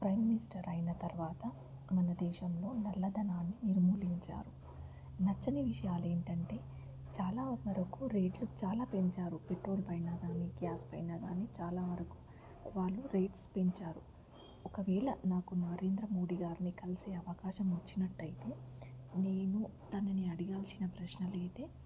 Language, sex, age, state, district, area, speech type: Telugu, female, 30-45, Andhra Pradesh, N T Rama Rao, rural, spontaneous